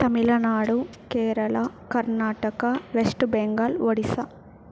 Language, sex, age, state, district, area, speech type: Telugu, female, 18-30, Andhra Pradesh, Chittoor, urban, spontaneous